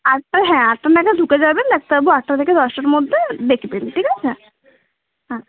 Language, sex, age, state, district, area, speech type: Bengali, female, 18-30, West Bengal, Cooch Behar, urban, conversation